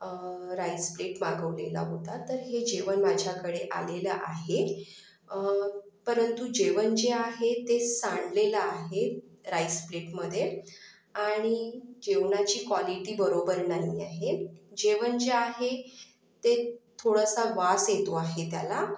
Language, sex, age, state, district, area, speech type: Marathi, other, 30-45, Maharashtra, Akola, urban, spontaneous